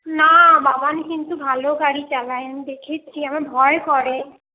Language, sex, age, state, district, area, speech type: Bengali, female, 30-45, West Bengal, Purulia, urban, conversation